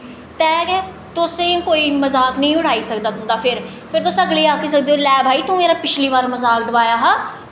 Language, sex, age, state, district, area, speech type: Dogri, female, 18-30, Jammu and Kashmir, Jammu, urban, spontaneous